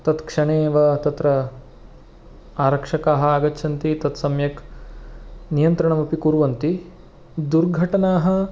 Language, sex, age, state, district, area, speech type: Sanskrit, male, 30-45, Karnataka, Uttara Kannada, rural, spontaneous